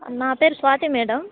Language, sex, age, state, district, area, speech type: Telugu, female, 18-30, Telangana, Khammam, urban, conversation